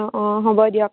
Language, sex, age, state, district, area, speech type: Assamese, female, 18-30, Assam, Sivasagar, rural, conversation